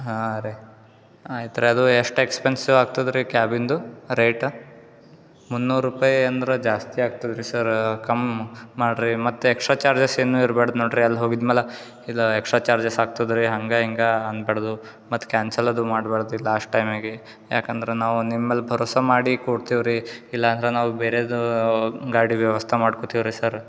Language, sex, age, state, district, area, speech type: Kannada, male, 18-30, Karnataka, Gulbarga, urban, spontaneous